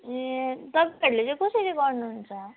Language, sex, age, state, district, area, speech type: Nepali, female, 18-30, West Bengal, Kalimpong, rural, conversation